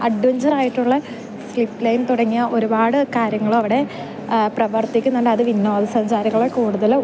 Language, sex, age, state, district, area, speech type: Malayalam, female, 18-30, Kerala, Idukki, rural, spontaneous